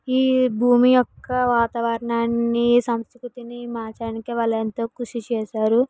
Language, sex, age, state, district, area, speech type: Telugu, female, 60+, Andhra Pradesh, Kakinada, rural, spontaneous